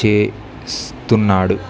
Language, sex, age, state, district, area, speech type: Telugu, male, 18-30, Andhra Pradesh, Kurnool, rural, spontaneous